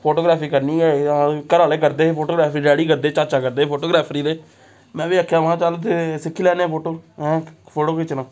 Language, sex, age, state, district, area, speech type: Dogri, male, 18-30, Jammu and Kashmir, Samba, rural, spontaneous